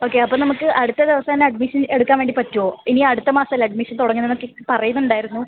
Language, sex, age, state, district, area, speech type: Malayalam, female, 18-30, Kerala, Kasaragod, rural, conversation